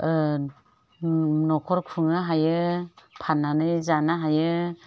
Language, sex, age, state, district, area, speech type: Bodo, female, 60+, Assam, Chirang, rural, spontaneous